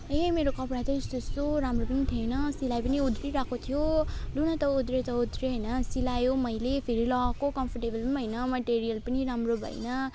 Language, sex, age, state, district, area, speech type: Nepali, female, 30-45, West Bengal, Alipurduar, urban, spontaneous